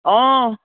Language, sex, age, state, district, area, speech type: Assamese, female, 60+, Assam, Biswanath, rural, conversation